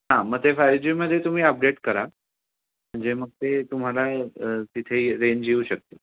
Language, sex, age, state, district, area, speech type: Marathi, male, 18-30, Maharashtra, Raigad, rural, conversation